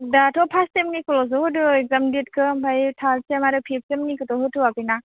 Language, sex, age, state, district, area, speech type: Bodo, female, 18-30, Assam, Udalguri, rural, conversation